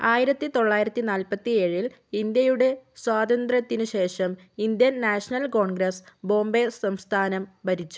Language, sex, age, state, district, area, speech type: Malayalam, female, 18-30, Kerala, Kozhikode, urban, read